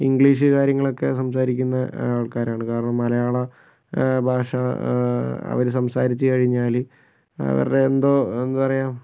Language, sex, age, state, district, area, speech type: Malayalam, female, 30-45, Kerala, Kozhikode, urban, spontaneous